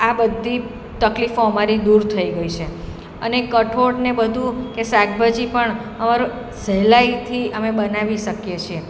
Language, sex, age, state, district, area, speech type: Gujarati, female, 45-60, Gujarat, Surat, urban, spontaneous